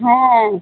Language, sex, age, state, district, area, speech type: Bengali, female, 30-45, West Bengal, Alipurduar, rural, conversation